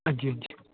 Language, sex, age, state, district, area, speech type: Dogri, male, 18-30, Jammu and Kashmir, Jammu, rural, conversation